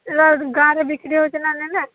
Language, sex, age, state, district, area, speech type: Odia, female, 60+, Odisha, Boudh, rural, conversation